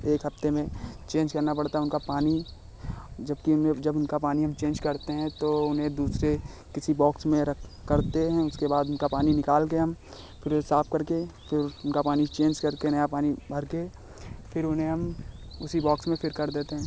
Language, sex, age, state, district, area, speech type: Hindi, male, 30-45, Uttar Pradesh, Lucknow, rural, spontaneous